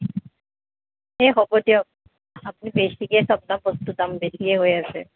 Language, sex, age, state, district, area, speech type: Assamese, female, 18-30, Assam, Kamrup Metropolitan, urban, conversation